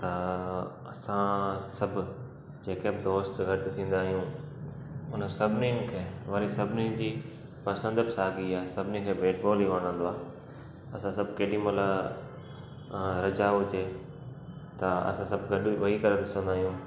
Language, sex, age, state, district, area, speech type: Sindhi, male, 30-45, Gujarat, Junagadh, rural, spontaneous